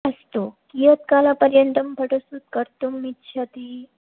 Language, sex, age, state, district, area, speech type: Sanskrit, female, 18-30, Odisha, Bhadrak, rural, conversation